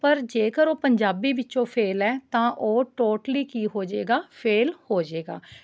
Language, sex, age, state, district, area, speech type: Punjabi, female, 30-45, Punjab, Rupnagar, urban, spontaneous